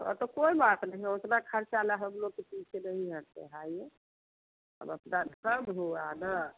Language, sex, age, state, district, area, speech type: Hindi, female, 45-60, Bihar, Samastipur, rural, conversation